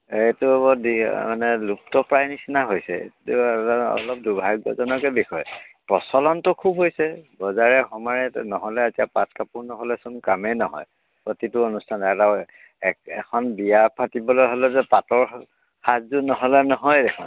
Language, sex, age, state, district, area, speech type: Assamese, male, 60+, Assam, Dibrugarh, rural, conversation